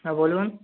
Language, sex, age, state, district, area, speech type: Bengali, male, 18-30, West Bengal, North 24 Parganas, urban, conversation